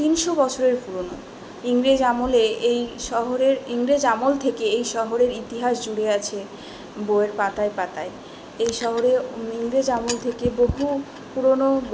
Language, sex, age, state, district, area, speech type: Bengali, female, 18-30, West Bengal, South 24 Parganas, urban, spontaneous